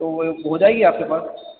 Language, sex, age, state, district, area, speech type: Hindi, male, 30-45, Madhya Pradesh, Hoshangabad, rural, conversation